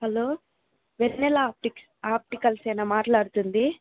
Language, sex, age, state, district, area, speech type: Telugu, female, 30-45, Andhra Pradesh, Chittoor, rural, conversation